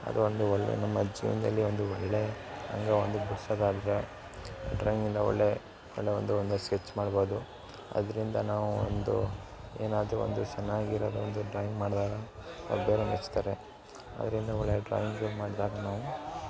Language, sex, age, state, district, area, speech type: Kannada, male, 18-30, Karnataka, Mysore, urban, spontaneous